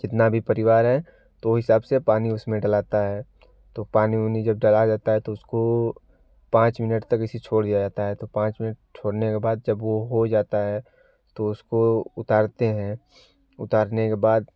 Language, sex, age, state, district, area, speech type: Hindi, male, 18-30, Uttar Pradesh, Varanasi, rural, spontaneous